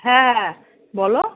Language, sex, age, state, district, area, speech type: Bengali, female, 30-45, West Bengal, Kolkata, urban, conversation